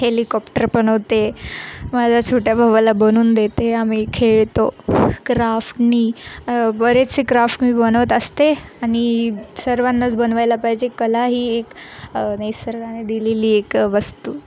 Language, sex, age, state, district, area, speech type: Marathi, female, 18-30, Maharashtra, Nanded, rural, spontaneous